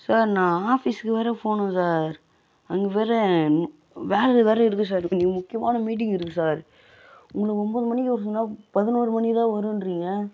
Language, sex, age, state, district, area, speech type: Tamil, male, 30-45, Tamil Nadu, Viluppuram, rural, spontaneous